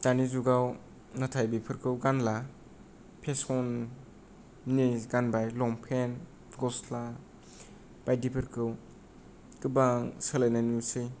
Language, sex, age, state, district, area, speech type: Bodo, male, 18-30, Assam, Kokrajhar, rural, spontaneous